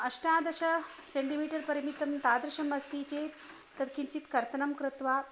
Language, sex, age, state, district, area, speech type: Sanskrit, female, 30-45, Karnataka, Shimoga, rural, spontaneous